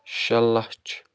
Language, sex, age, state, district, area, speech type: Kashmiri, male, 30-45, Jammu and Kashmir, Baramulla, rural, spontaneous